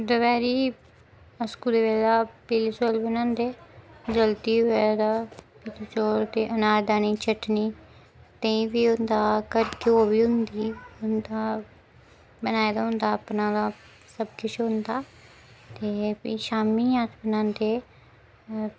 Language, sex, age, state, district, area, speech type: Dogri, female, 18-30, Jammu and Kashmir, Udhampur, rural, spontaneous